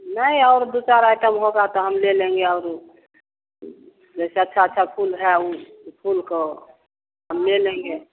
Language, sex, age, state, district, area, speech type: Hindi, female, 30-45, Bihar, Begusarai, rural, conversation